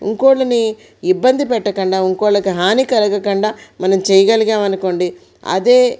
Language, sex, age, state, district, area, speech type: Telugu, female, 45-60, Andhra Pradesh, Krishna, rural, spontaneous